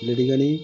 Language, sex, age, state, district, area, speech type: Bengali, male, 60+, West Bengal, Birbhum, urban, spontaneous